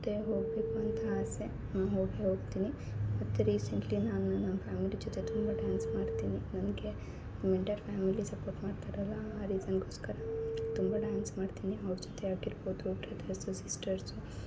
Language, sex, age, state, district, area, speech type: Kannada, female, 18-30, Karnataka, Chikkaballapur, urban, spontaneous